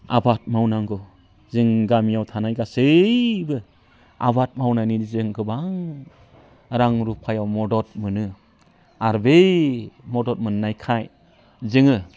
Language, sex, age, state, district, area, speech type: Bodo, male, 45-60, Assam, Udalguri, rural, spontaneous